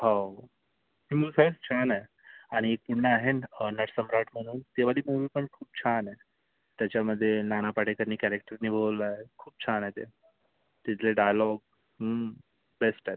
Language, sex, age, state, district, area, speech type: Marathi, male, 30-45, Maharashtra, Yavatmal, urban, conversation